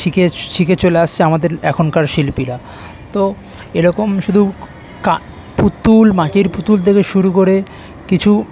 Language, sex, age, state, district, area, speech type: Bengali, male, 30-45, West Bengal, Kolkata, urban, spontaneous